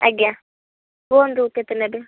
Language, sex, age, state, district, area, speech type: Odia, female, 30-45, Odisha, Bhadrak, rural, conversation